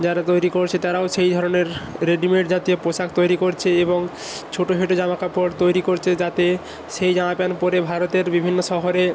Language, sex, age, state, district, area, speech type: Bengali, male, 18-30, West Bengal, North 24 Parganas, rural, spontaneous